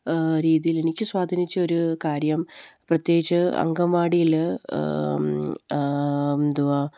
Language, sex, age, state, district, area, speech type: Malayalam, female, 30-45, Kerala, Palakkad, rural, spontaneous